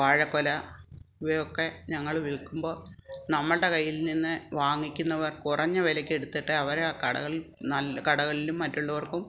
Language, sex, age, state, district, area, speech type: Malayalam, female, 60+, Kerala, Kottayam, rural, spontaneous